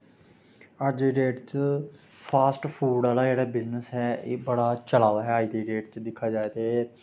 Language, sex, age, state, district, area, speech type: Dogri, male, 30-45, Jammu and Kashmir, Samba, rural, spontaneous